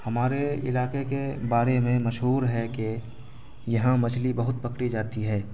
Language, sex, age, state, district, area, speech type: Urdu, male, 18-30, Bihar, Araria, rural, spontaneous